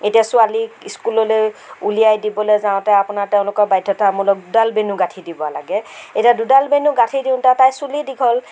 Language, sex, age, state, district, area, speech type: Assamese, female, 60+, Assam, Darrang, rural, spontaneous